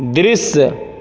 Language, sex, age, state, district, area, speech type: Hindi, male, 30-45, Bihar, Begusarai, rural, read